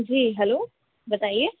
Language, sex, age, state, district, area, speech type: Urdu, female, 18-30, Uttar Pradesh, Rampur, urban, conversation